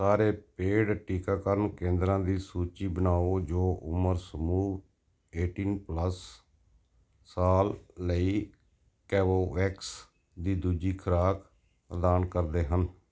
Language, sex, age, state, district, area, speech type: Punjabi, male, 45-60, Punjab, Gurdaspur, urban, read